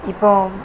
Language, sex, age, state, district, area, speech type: Tamil, female, 30-45, Tamil Nadu, Tiruvallur, urban, spontaneous